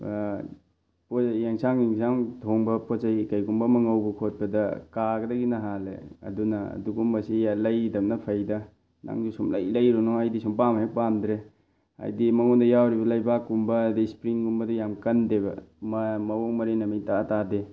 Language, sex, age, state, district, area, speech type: Manipuri, male, 18-30, Manipur, Thoubal, rural, spontaneous